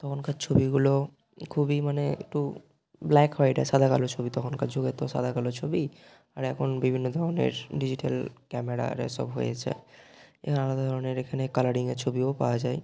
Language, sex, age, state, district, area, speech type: Bengali, male, 30-45, West Bengal, Bankura, urban, spontaneous